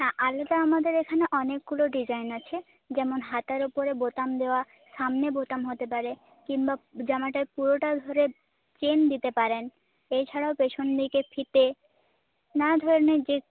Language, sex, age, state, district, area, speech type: Bengali, female, 18-30, West Bengal, Jhargram, rural, conversation